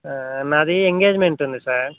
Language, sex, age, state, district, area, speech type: Telugu, male, 18-30, Telangana, Khammam, urban, conversation